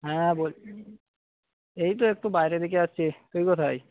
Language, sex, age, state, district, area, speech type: Bengali, male, 30-45, West Bengal, Paschim Medinipur, rural, conversation